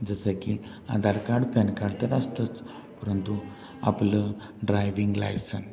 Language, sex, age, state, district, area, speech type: Marathi, male, 30-45, Maharashtra, Satara, rural, spontaneous